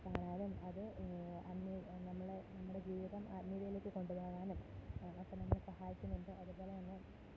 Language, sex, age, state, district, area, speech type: Malayalam, female, 30-45, Kerala, Kottayam, rural, spontaneous